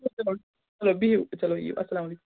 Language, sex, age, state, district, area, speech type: Kashmiri, female, 30-45, Jammu and Kashmir, Srinagar, urban, conversation